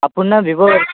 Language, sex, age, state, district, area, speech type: Tamil, male, 18-30, Tamil Nadu, Tiruchirappalli, rural, conversation